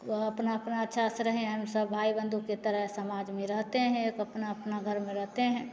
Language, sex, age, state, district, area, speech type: Hindi, female, 45-60, Bihar, Begusarai, urban, spontaneous